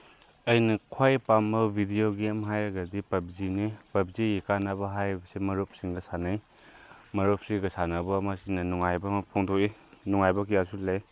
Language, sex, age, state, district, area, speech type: Manipuri, male, 18-30, Manipur, Chandel, rural, spontaneous